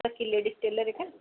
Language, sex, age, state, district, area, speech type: Marathi, female, 45-60, Maharashtra, Buldhana, rural, conversation